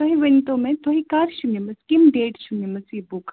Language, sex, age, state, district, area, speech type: Kashmiri, female, 18-30, Jammu and Kashmir, Baramulla, rural, conversation